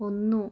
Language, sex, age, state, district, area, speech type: Malayalam, female, 45-60, Kerala, Kozhikode, urban, read